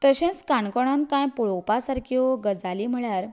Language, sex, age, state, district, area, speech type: Goan Konkani, female, 30-45, Goa, Canacona, rural, spontaneous